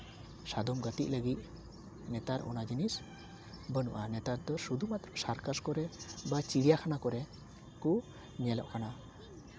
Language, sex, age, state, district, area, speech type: Santali, male, 18-30, West Bengal, Uttar Dinajpur, rural, spontaneous